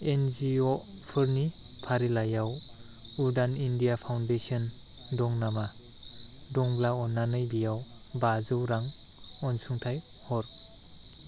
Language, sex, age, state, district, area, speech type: Bodo, male, 30-45, Assam, Chirang, urban, read